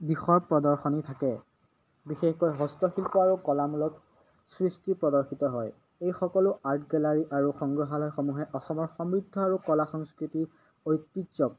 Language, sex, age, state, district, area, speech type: Assamese, male, 18-30, Assam, Majuli, urban, spontaneous